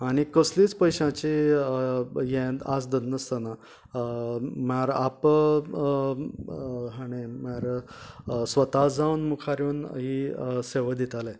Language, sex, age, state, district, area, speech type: Goan Konkani, male, 45-60, Goa, Canacona, rural, spontaneous